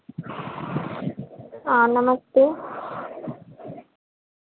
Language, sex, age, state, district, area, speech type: Hindi, female, 30-45, Uttar Pradesh, Azamgarh, urban, conversation